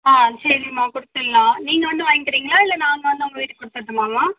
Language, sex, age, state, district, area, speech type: Tamil, female, 18-30, Tamil Nadu, Tiruvarur, rural, conversation